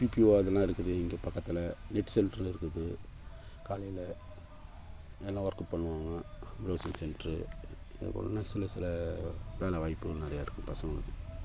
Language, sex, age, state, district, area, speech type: Tamil, male, 45-60, Tamil Nadu, Kallakurichi, rural, spontaneous